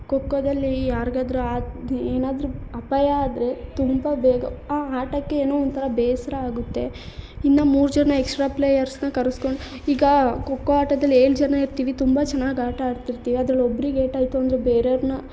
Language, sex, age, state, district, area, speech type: Kannada, female, 30-45, Karnataka, Hassan, urban, spontaneous